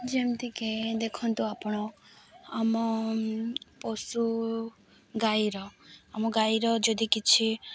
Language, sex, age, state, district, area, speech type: Odia, female, 18-30, Odisha, Malkangiri, urban, spontaneous